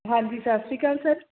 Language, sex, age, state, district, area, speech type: Punjabi, female, 18-30, Punjab, Fatehgarh Sahib, rural, conversation